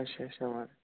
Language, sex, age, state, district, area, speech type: Dogri, male, 18-30, Jammu and Kashmir, Udhampur, rural, conversation